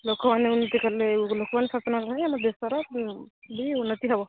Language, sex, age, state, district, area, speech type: Odia, female, 18-30, Odisha, Jagatsinghpur, rural, conversation